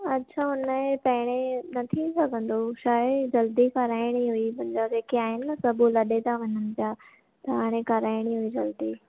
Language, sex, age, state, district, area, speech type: Sindhi, female, 18-30, Maharashtra, Thane, urban, conversation